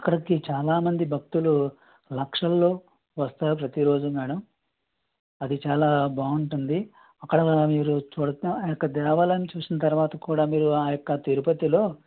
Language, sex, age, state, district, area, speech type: Telugu, male, 18-30, Andhra Pradesh, East Godavari, rural, conversation